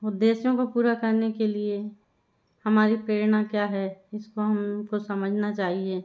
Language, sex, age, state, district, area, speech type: Hindi, female, 45-60, Madhya Pradesh, Balaghat, rural, spontaneous